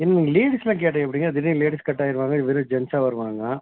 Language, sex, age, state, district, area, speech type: Tamil, male, 60+, Tamil Nadu, Nilgiris, rural, conversation